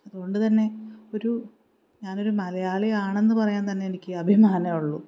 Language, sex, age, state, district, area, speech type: Malayalam, female, 30-45, Kerala, Palakkad, rural, spontaneous